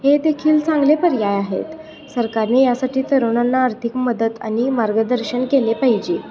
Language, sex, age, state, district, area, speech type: Marathi, female, 18-30, Maharashtra, Kolhapur, urban, spontaneous